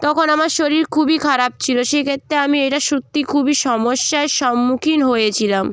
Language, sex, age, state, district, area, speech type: Bengali, female, 18-30, West Bengal, Jalpaiguri, rural, spontaneous